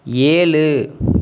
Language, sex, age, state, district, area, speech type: Tamil, male, 18-30, Tamil Nadu, Madurai, rural, read